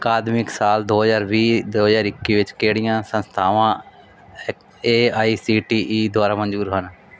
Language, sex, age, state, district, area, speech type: Punjabi, male, 30-45, Punjab, Mansa, urban, read